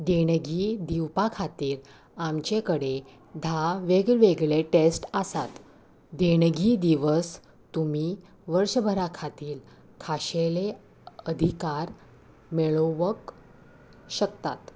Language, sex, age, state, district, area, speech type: Goan Konkani, female, 18-30, Goa, Salcete, urban, read